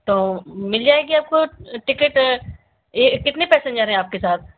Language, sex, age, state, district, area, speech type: Hindi, female, 60+, Uttar Pradesh, Sitapur, rural, conversation